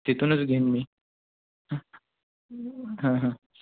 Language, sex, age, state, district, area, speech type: Marathi, male, 18-30, Maharashtra, Sangli, urban, conversation